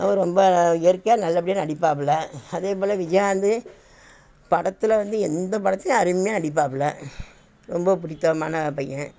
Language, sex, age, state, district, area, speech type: Tamil, female, 60+, Tamil Nadu, Thanjavur, rural, spontaneous